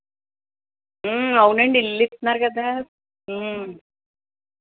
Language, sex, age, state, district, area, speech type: Telugu, female, 18-30, Andhra Pradesh, Palnadu, urban, conversation